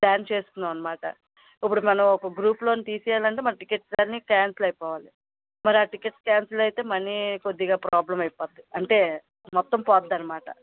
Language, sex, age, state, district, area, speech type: Telugu, female, 60+, Andhra Pradesh, Vizianagaram, rural, conversation